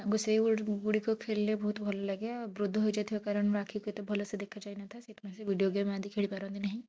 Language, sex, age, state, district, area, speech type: Odia, female, 18-30, Odisha, Bhadrak, rural, spontaneous